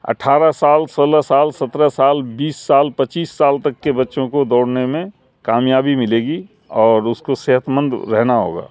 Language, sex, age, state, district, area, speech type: Urdu, male, 60+, Bihar, Supaul, rural, spontaneous